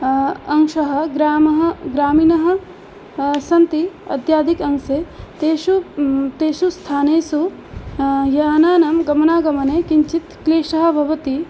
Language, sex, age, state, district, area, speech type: Sanskrit, female, 18-30, Assam, Biswanath, rural, spontaneous